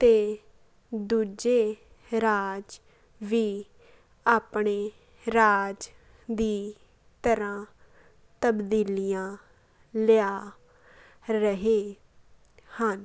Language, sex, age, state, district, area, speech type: Punjabi, female, 18-30, Punjab, Fazilka, rural, spontaneous